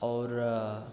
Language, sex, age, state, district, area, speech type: Maithili, male, 18-30, Bihar, Darbhanga, rural, spontaneous